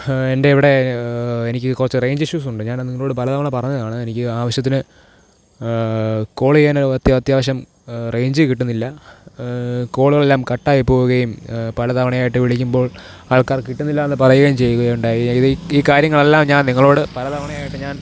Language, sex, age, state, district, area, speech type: Malayalam, male, 18-30, Kerala, Thiruvananthapuram, rural, spontaneous